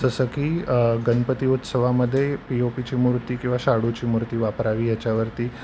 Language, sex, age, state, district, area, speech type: Marathi, male, 45-60, Maharashtra, Thane, rural, spontaneous